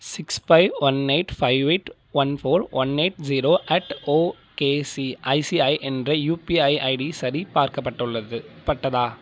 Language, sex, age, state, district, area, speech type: Tamil, male, 30-45, Tamil Nadu, Ariyalur, rural, read